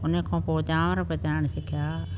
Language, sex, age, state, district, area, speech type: Sindhi, female, 60+, Delhi, South Delhi, rural, spontaneous